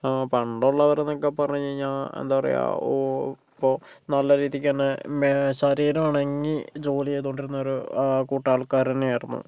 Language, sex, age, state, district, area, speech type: Malayalam, male, 30-45, Kerala, Kozhikode, urban, spontaneous